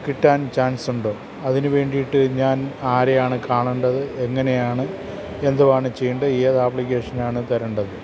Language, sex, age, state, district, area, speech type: Malayalam, male, 45-60, Kerala, Kottayam, urban, spontaneous